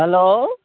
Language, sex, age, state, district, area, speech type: Nepali, male, 30-45, West Bengal, Jalpaiguri, rural, conversation